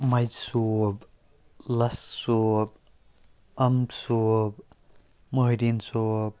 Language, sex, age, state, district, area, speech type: Kashmiri, male, 30-45, Jammu and Kashmir, Kupwara, rural, spontaneous